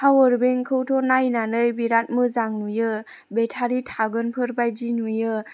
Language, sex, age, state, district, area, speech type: Bodo, female, 18-30, Assam, Chirang, rural, spontaneous